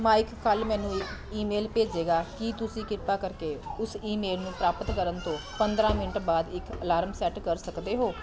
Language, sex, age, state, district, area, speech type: Punjabi, female, 30-45, Punjab, Pathankot, rural, read